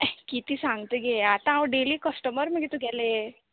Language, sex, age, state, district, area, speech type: Goan Konkani, female, 18-30, Goa, Canacona, rural, conversation